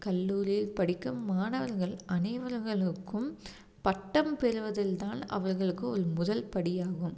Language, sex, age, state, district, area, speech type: Tamil, female, 30-45, Tamil Nadu, Tiruppur, urban, spontaneous